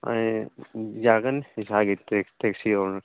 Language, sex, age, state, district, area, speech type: Manipuri, male, 45-60, Manipur, Churachandpur, rural, conversation